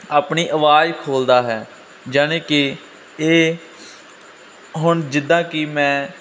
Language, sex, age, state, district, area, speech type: Punjabi, male, 18-30, Punjab, Firozpur, urban, spontaneous